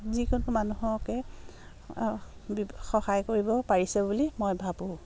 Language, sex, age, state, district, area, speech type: Assamese, female, 45-60, Assam, Dibrugarh, rural, spontaneous